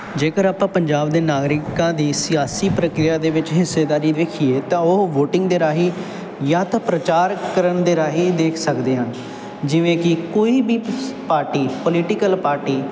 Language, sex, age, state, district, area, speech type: Punjabi, male, 18-30, Punjab, Bathinda, urban, spontaneous